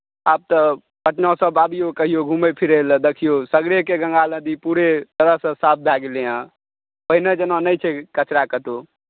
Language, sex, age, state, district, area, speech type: Maithili, male, 45-60, Bihar, Saharsa, urban, conversation